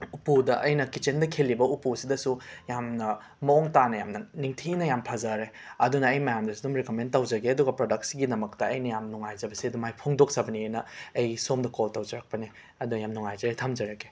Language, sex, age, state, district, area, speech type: Manipuri, male, 18-30, Manipur, Imphal West, rural, spontaneous